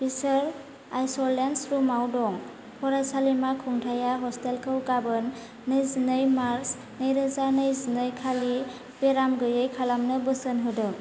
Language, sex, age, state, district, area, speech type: Bodo, female, 18-30, Assam, Kokrajhar, urban, read